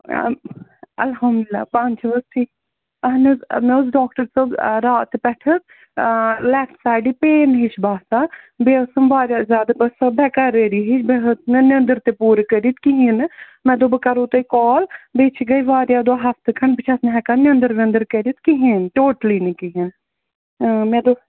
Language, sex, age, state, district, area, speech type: Kashmiri, female, 60+, Jammu and Kashmir, Srinagar, urban, conversation